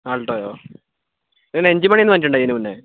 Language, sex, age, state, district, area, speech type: Malayalam, male, 18-30, Kerala, Wayanad, rural, conversation